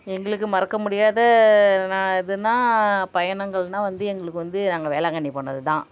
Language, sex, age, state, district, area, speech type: Tamil, female, 18-30, Tamil Nadu, Thanjavur, rural, spontaneous